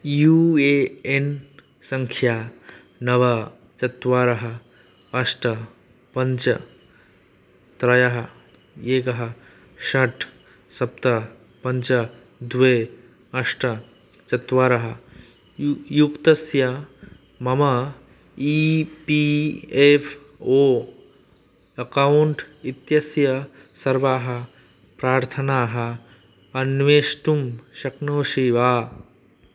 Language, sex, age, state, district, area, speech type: Sanskrit, male, 18-30, West Bengal, Cooch Behar, rural, read